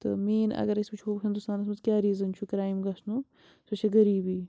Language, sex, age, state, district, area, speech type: Kashmiri, female, 30-45, Jammu and Kashmir, Bandipora, rural, spontaneous